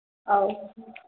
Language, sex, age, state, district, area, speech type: Manipuri, female, 18-30, Manipur, Senapati, urban, conversation